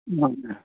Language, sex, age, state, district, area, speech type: Maithili, male, 45-60, Bihar, Muzaffarpur, rural, conversation